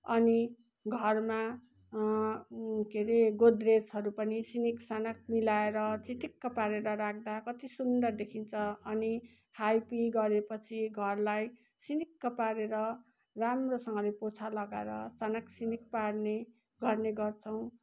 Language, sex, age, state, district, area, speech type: Nepali, female, 60+, West Bengal, Kalimpong, rural, spontaneous